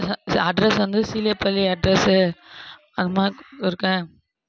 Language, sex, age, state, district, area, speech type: Tamil, male, 18-30, Tamil Nadu, Krishnagiri, rural, spontaneous